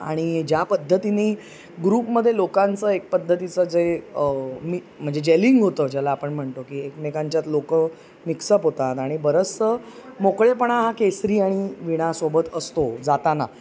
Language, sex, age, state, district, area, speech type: Marathi, female, 30-45, Maharashtra, Mumbai Suburban, urban, spontaneous